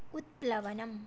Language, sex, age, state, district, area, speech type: Sanskrit, female, 18-30, Odisha, Bhadrak, rural, read